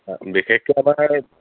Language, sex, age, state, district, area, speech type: Assamese, male, 45-60, Assam, Lakhimpur, rural, conversation